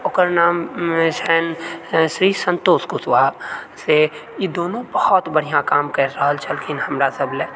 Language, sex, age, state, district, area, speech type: Maithili, male, 30-45, Bihar, Purnia, rural, spontaneous